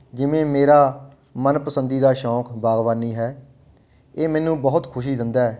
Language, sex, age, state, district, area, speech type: Punjabi, male, 45-60, Punjab, Fatehgarh Sahib, rural, spontaneous